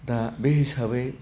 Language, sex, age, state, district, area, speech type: Bodo, male, 45-60, Assam, Udalguri, urban, spontaneous